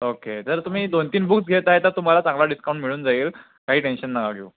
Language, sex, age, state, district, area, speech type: Marathi, female, 18-30, Maharashtra, Nagpur, urban, conversation